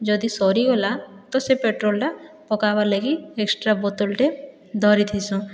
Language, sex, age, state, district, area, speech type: Odia, female, 60+, Odisha, Boudh, rural, spontaneous